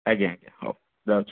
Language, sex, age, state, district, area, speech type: Odia, male, 45-60, Odisha, Nayagarh, rural, conversation